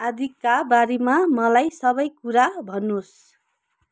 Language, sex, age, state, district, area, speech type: Nepali, female, 30-45, West Bengal, Kalimpong, rural, read